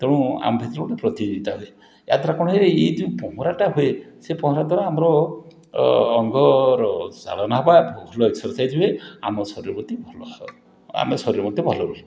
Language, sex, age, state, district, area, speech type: Odia, male, 60+, Odisha, Puri, urban, spontaneous